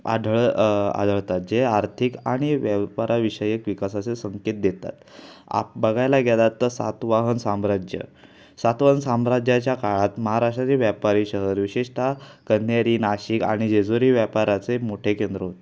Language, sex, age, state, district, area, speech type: Marathi, male, 18-30, Maharashtra, Ratnagiri, urban, spontaneous